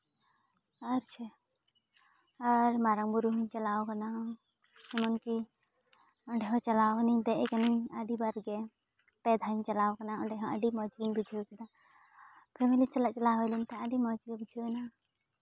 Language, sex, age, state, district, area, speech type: Santali, female, 18-30, West Bengal, Jhargram, rural, spontaneous